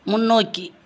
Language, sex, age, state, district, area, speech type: Tamil, female, 60+, Tamil Nadu, Viluppuram, rural, read